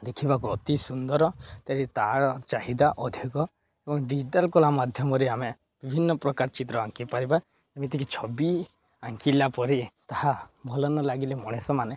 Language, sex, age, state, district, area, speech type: Odia, male, 18-30, Odisha, Balangir, urban, spontaneous